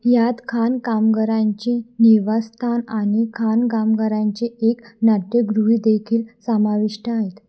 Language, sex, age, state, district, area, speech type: Marathi, female, 18-30, Maharashtra, Wardha, urban, read